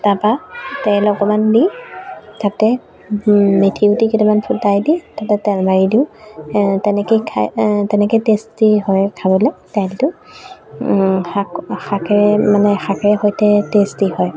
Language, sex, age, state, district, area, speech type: Assamese, female, 45-60, Assam, Charaideo, urban, spontaneous